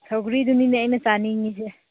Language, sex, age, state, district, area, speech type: Manipuri, female, 18-30, Manipur, Senapati, rural, conversation